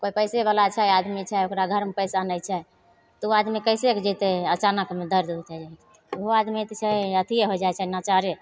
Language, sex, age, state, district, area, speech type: Maithili, female, 45-60, Bihar, Begusarai, rural, spontaneous